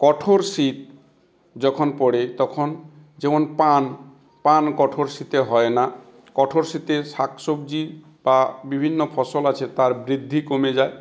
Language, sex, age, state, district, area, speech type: Bengali, male, 60+, West Bengal, South 24 Parganas, rural, spontaneous